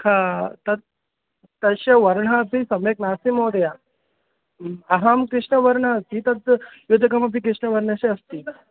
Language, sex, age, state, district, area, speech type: Sanskrit, male, 30-45, Karnataka, Vijayapura, urban, conversation